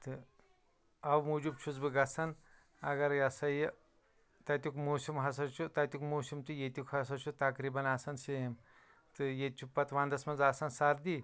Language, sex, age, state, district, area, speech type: Kashmiri, male, 30-45, Jammu and Kashmir, Anantnag, rural, spontaneous